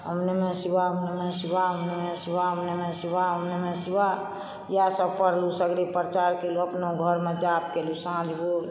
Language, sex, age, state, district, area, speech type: Maithili, female, 60+, Bihar, Supaul, rural, spontaneous